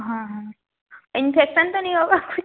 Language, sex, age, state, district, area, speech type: Hindi, female, 18-30, Madhya Pradesh, Harda, urban, conversation